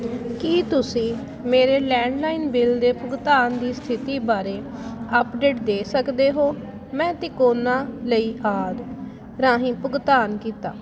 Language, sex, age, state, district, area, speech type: Punjabi, female, 30-45, Punjab, Jalandhar, rural, read